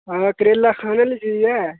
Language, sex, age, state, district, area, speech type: Dogri, male, 18-30, Jammu and Kashmir, Udhampur, rural, conversation